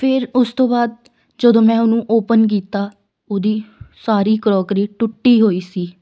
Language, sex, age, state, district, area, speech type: Punjabi, female, 18-30, Punjab, Shaheed Bhagat Singh Nagar, rural, spontaneous